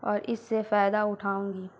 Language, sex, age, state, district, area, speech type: Urdu, female, 18-30, Bihar, Gaya, urban, spontaneous